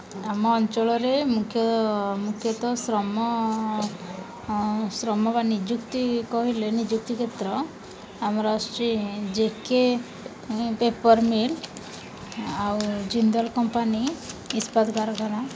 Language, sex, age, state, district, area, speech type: Odia, female, 30-45, Odisha, Rayagada, rural, spontaneous